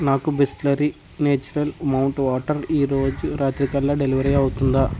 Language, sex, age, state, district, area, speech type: Telugu, male, 30-45, Andhra Pradesh, West Godavari, rural, read